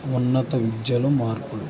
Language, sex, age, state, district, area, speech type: Telugu, male, 18-30, Andhra Pradesh, Guntur, urban, spontaneous